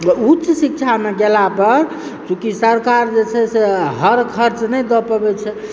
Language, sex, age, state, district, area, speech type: Maithili, male, 30-45, Bihar, Supaul, urban, spontaneous